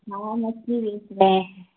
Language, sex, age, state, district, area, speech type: Urdu, female, 18-30, Bihar, Khagaria, rural, conversation